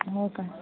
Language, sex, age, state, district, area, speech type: Marathi, female, 30-45, Maharashtra, Akola, rural, conversation